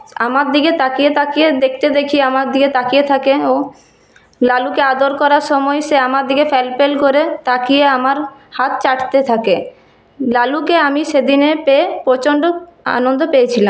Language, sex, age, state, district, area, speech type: Bengali, female, 18-30, West Bengal, Purulia, urban, spontaneous